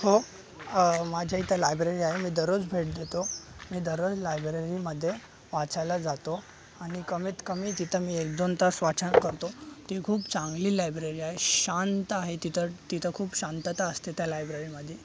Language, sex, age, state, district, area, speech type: Marathi, male, 18-30, Maharashtra, Thane, urban, spontaneous